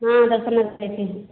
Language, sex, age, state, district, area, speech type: Hindi, female, 60+, Uttar Pradesh, Ayodhya, rural, conversation